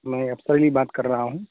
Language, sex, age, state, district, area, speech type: Urdu, male, 30-45, Bihar, Saharsa, rural, conversation